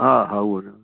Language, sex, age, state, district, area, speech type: Sindhi, male, 60+, Delhi, South Delhi, urban, conversation